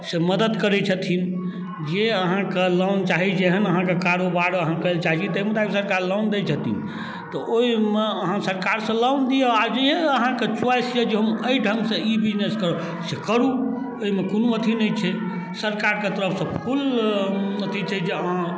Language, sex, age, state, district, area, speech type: Maithili, male, 60+, Bihar, Darbhanga, rural, spontaneous